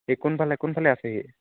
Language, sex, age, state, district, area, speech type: Assamese, male, 18-30, Assam, Dibrugarh, urban, conversation